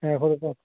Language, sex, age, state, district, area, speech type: Punjabi, male, 30-45, Punjab, Amritsar, urban, conversation